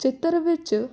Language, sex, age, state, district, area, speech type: Punjabi, female, 18-30, Punjab, Firozpur, urban, spontaneous